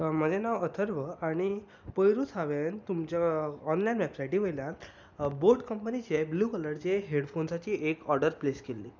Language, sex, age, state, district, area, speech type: Goan Konkani, male, 18-30, Goa, Bardez, urban, spontaneous